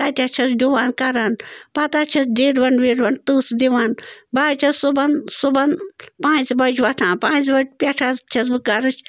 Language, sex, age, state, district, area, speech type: Kashmiri, female, 45-60, Jammu and Kashmir, Bandipora, rural, spontaneous